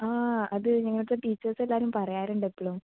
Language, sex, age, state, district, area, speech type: Malayalam, female, 18-30, Kerala, Palakkad, urban, conversation